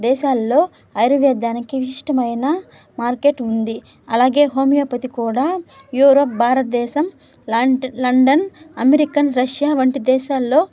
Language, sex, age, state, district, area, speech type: Telugu, female, 18-30, Andhra Pradesh, Nellore, rural, spontaneous